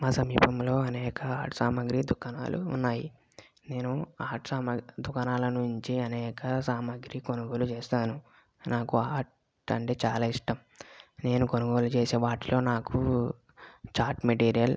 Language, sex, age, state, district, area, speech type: Telugu, female, 18-30, Andhra Pradesh, West Godavari, rural, spontaneous